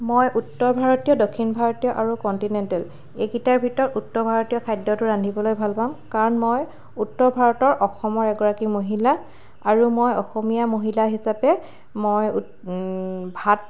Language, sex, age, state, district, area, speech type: Assamese, female, 30-45, Assam, Sivasagar, rural, spontaneous